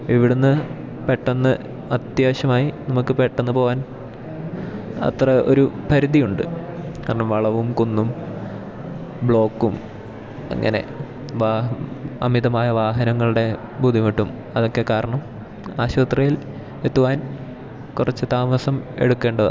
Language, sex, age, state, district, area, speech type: Malayalam, male, 18-30, Kerala, Idukki, rural, spontaneous